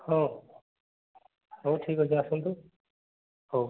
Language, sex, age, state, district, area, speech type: Odia, male, 30-45, Odisha, Subarnapur, urban, conversation